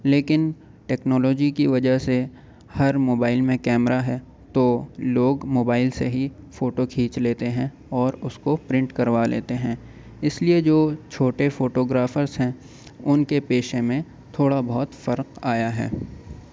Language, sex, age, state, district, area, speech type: Urdu, male, 18-30, Uttar Pradesh, Aligarh, urban, spontaneous